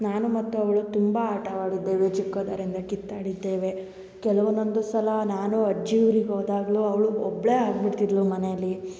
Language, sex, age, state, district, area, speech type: Kannada, female, 18-30, Karnataka, Hassan, urban, spontaneous